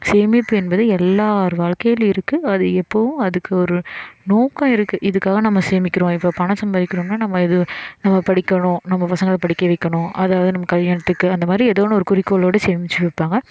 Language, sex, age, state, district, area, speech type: Tamil, female, 18-30, Tamil Nadu, Coimbatore, rural, spontaneous